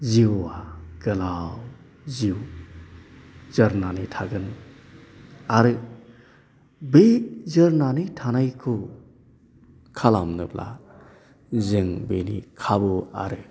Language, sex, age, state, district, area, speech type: Bodo, male, 45-60, Assam, Chirang, urban, spontaneous